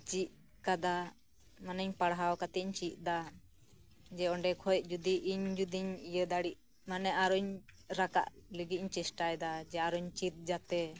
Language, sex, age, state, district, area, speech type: Santali, female, 30-45, West Bengal, Birbhum, rural, spontaneous